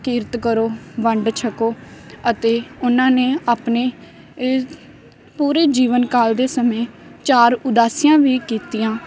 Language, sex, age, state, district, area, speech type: Punjabi, female, 18-30, Punjab, Barnala, rural, spontaneous